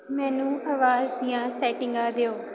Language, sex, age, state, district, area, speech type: Punjabi, female, 18-30, Punjab, Gurdaspur, urban, read